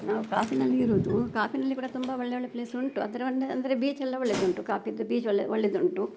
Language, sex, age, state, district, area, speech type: Kannada, female, 60+, Karnataka, Udupi, rural, spontaneous